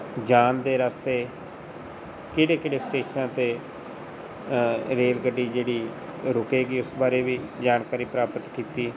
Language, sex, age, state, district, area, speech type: Punjabi, male, 30-45, Punjab, Fazilka, rural, spontaneous